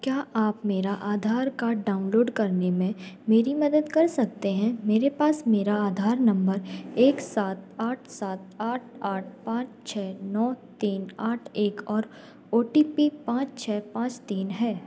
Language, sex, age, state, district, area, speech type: Hindi, female, 18-30, Madhya Pradesh, Narsinghpur, rural, read